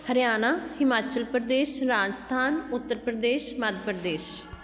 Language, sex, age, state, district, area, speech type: Punjabi, female, 30-45, Punjab, Patiala, rural, spontaneous